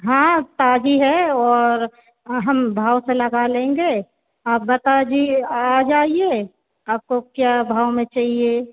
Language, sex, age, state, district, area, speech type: Hindi, female, 30-45, Madhya Pradesh, Hoshangabad, rural, conversation